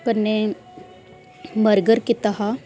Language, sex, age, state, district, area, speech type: Dogri, female, 45-60, Jammu and Kashmir, Reasi, rural, spontaneous